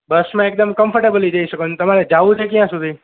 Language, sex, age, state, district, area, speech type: Gujarati, male, 18-30, Gujarat, Junagadh, rural, conversation